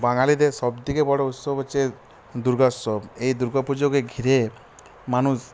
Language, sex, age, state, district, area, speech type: Bengali, male, 45-60, West Bengal, Purulia, urban, spontaneous